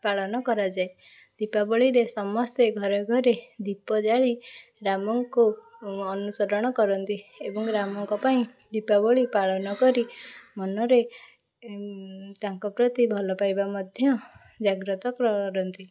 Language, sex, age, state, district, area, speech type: Odia, female, 18-30, Odisha, Puri, urban, spontaneous